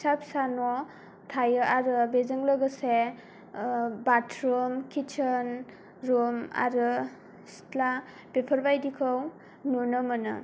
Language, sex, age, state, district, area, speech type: Bodo, female, 18-30, Assam, Kokrajhar, rural, spontaneous